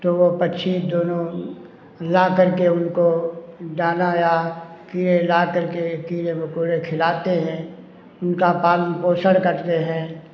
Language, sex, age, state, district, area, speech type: Hindi, male, 60+, Uttar Pradesh, Lucknow, rural, spontaneous